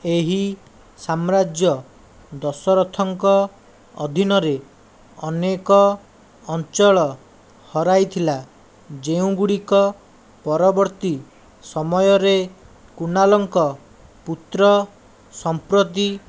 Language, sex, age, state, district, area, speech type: Odia, male, 60+, Odisha, Jajpur, rural, read